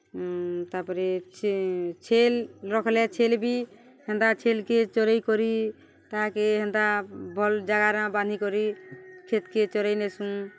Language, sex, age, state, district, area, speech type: Odia, female, 60+, Odisha, Balangir, urban, spontaneous